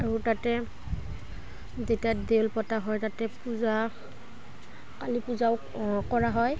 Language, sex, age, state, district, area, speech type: Assamese, female, 18-30, Assam, Udalguri, rural, spontaneous